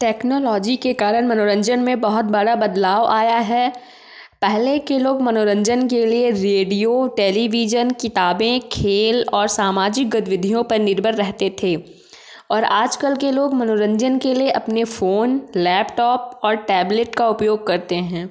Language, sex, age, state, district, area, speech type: Hindi, female, 18-30, Madhya Pradesh, Ujjain, urban, spontaneous